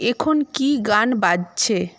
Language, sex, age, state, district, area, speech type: Bengali, female, 45-60, West Bengal, Paschim Medinipur, rural, read